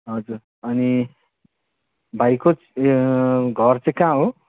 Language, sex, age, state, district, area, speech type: Nepali, male, 18-30, West Bengal, Darjeeling, rural, conversation